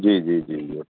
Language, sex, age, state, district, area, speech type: Gujarati, male, 30-45, Gujarat, Narmada, urban, conversation